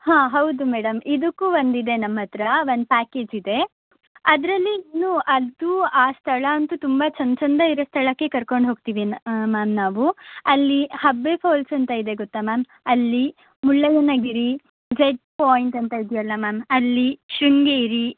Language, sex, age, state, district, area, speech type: Kannada, female, 18-30, Karnataka, Shimoga, rural, conversation